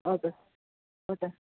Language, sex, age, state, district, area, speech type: Nepali, female, 60+, West Bengal, Kalimpong, rural, conversation